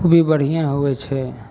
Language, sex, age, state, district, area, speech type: Maithili, male, 18-30, Bihar, Madhepura, rural, spontaneous